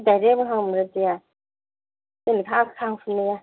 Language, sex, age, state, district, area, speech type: Manipuri, female, 30-45, Manipur, Kangpokpi, urban, conversation